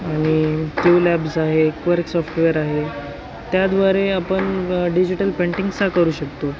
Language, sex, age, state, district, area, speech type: Marathi, male, 18-30, Maharashtra, Nanded, rural, spontaneous